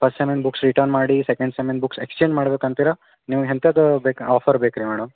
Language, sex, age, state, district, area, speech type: Kannada, male, 18-30, Karnataka, Gulbarga, urban, conversation